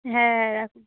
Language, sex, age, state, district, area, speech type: Bengali, female, 18-30, West Bengal, Dakshin Dinajpur, urban, conversation